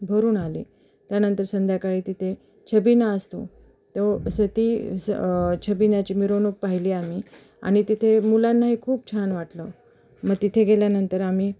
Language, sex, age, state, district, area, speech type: Marathi, female, 30-45, Maharashtra, Ahmednagar, urban, spontaneous